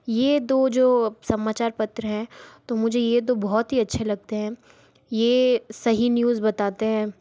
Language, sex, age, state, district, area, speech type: Hindi, female, 45-60, Rajasthan, Jodhpur, urban, spontaneous